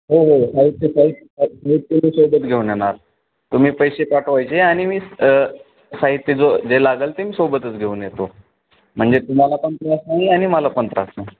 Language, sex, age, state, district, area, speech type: Marathi, male, 18-30, Maharashtra, Ratnagiri, rural, conversation